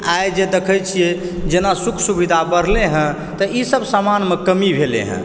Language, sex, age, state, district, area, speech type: Maithili, male, 30-45, Bihar, Supaul, urban, spontaneous